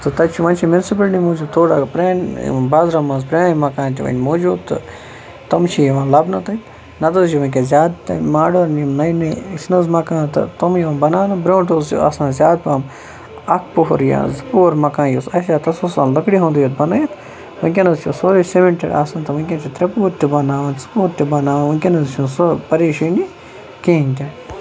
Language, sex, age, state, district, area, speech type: Kashmiri, male, 30-45, Jammu and Kashmir, Baramulla, rural, spontaneous